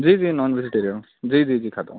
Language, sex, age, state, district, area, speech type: Urdu, male, 18-30, Uttar Pradesh, Rampur, urban, conversation